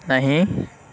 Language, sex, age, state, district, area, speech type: Urdu, male, 18-30, Uttar Pradesh, Lucknow, urban, read